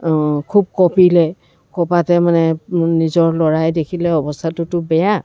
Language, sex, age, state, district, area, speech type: Assamese, female, 60+, Assam, Dibrugarh, rural, spontaneous